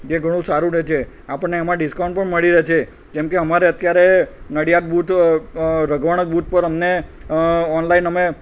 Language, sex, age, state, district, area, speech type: Gujarati, male, 45-60, Gujarat, Kheda, rural, spontaneous